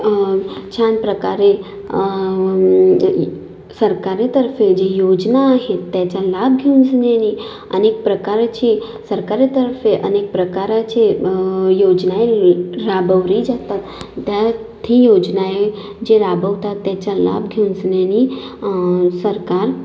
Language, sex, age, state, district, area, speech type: Marathi, female, 18-30, Maharashtra, Nagpur, urban, spontaneous